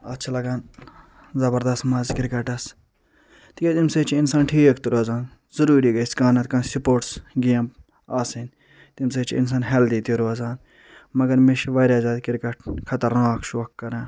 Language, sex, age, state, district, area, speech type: Kashmiri, male, 30-45, Jammu and Kashmir, Ganderbal, urban, spontaneous